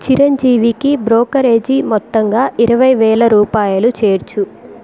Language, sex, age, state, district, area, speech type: Telugu, female, 18-30, Andhra Pradesh, Chittoor, rural, read